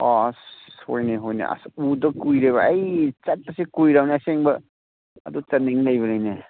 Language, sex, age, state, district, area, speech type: Manipuri, male, 30-45, Manipur, Ukhrul, urban, conversation